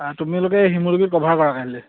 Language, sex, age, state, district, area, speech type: Assamese, male, 18-30, Assam, Charaideo, rural, conversation